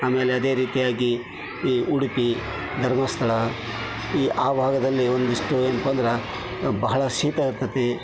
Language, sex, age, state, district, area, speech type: Kannada, male, 60+, Karnataka, Koppal, rural, spontaneous